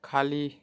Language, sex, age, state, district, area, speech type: Marathi, male, 30-45, Maharashtra, Thane, urban, read